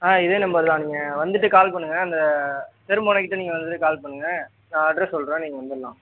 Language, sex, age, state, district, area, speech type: Tamil, male, 18-30, Tamil Nadu, Nagapattinam, rural, conversation